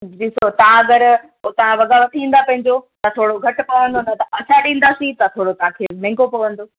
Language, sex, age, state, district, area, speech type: Sindhi, female, 18-30, Gujarat, Kutch, urban, conversation